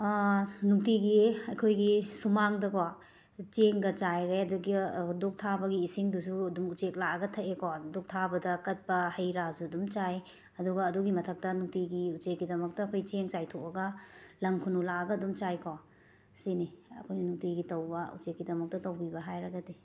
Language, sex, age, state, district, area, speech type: Manipuri, female, 30-45, Manipur, Imphal West, urban, spontaneous